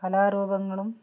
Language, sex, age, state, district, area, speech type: Malayalam, female, 60+, Kerala, Wayanad, rural, spontaneous